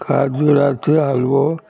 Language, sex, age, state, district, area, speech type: Goan Konkani, male, 60+, Goa, Murmgao, rural, spontaneous